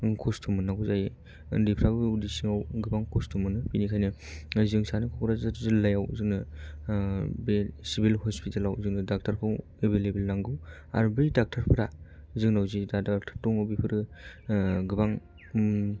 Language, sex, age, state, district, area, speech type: Bodo, male, 30-45, Assam, Kokrajhar, rural, spontaneous